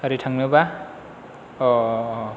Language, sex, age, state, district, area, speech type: Bodo, male, 30-45, Assam, Chirang, rural, spontaneous